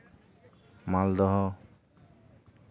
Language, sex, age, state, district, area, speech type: Santali, male, 30-45, West Bengal, Purba Bardhaman, rural, spontaneous